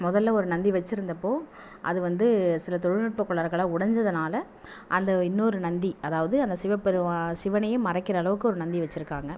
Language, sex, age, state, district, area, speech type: Tamil, female, 18-30, Tamil Nadu, Nagapattinam, rural, spontaneous